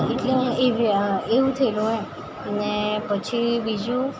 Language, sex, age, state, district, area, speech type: Gujarati, female, 18-30, Gujarat, Valsad, rural, spontaneous